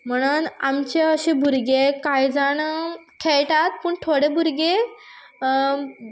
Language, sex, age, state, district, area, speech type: Goan Konkani, female, 18-30, Goa, Quepem, rural, spontaneous